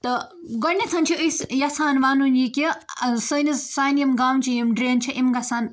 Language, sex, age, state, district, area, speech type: Kashmiri, female, 18-30, Jammu and Kashmir, Budgam, rural, spontaneous